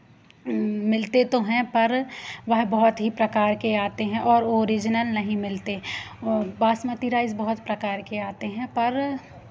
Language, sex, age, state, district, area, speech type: Hindi, female, 18-30, Madhya Pradesh, Seoni, urban, spontaneous